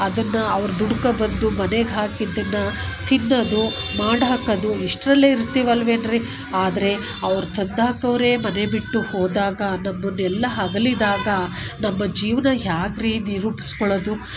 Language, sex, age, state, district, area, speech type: Kannada, female, 45-60, Karnataka, Bangalore Urban, urban, spontaneous